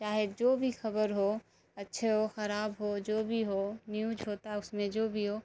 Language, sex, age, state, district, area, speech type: Urdu, female, 18-30, Bihar, Darbhanga, rural, spontaneous